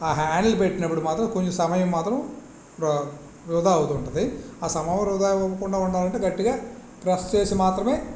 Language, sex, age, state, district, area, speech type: Telugu, male, 45-60, Andhra Pradesh, Visakhapatnam, rural, spontaneous